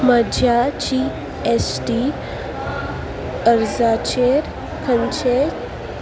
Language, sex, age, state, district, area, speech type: Goan Konkani, female, 18-30, Goa, Salcete, rural, read